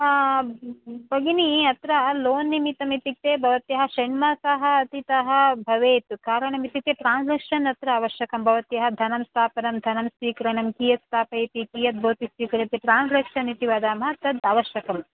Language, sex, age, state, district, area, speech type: Sanskrit, female, 30-45, Karnataka, Bangalore Urban, urban, conversation